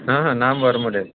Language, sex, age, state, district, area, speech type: Tamil, male, 45-60, Tamil Nadu, Krishnagiri, rural, conversation